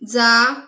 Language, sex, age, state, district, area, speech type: Marathi, female, 45-60, Maharashtra, Akola, urban, read